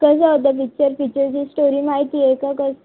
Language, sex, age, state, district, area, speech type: Marathi, female, 18-30, Maharashtra, Wardha, rural, conversation